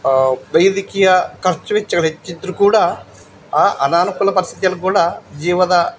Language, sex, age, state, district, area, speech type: Kannada, male, 45-60, Karnataka, Dakshina Kannada, rural, spontaneous